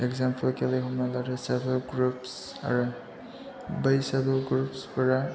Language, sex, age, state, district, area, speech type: Bodo, male, 30-45, Assam, Chirang, rural, spontaneous